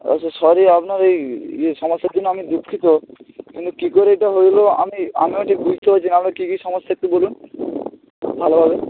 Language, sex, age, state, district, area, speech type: Bengali, male, 18-30, West Bengal, Jalpaiguri, rural, conversation